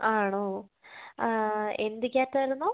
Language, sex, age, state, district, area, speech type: Malayalam, female, 18-30, Kerala, Wayanad, rural, conversation